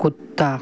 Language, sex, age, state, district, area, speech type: Hindi, male, 30-45, Madhya Pradesh, Hoshangabad, urban, read